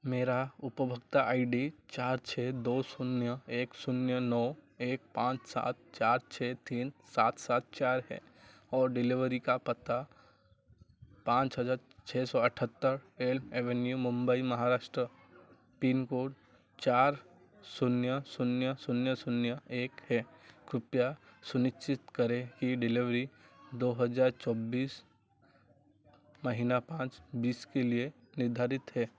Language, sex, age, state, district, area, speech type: Hindi, male, 45-60, Madhya Pradesh, Chhindwara, rural, read